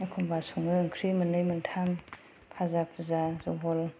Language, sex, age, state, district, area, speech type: Bodo, female, 30-45, Assam, Kokrajhar, rural, spontaneous